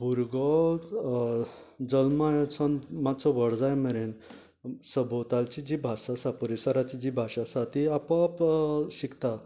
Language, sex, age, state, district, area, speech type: Goan Konkani, male, 45-60, Goa, Canacona, rural, spontaneous